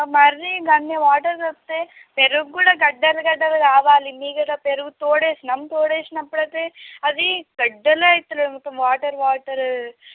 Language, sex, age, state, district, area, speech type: Telugu, female, 45-60, Andhra Pradesh, Srikakulam, rural, conversation